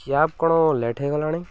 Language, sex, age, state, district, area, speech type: Odia, male, 45-60, Odisha, Koraput, urban, spontaneous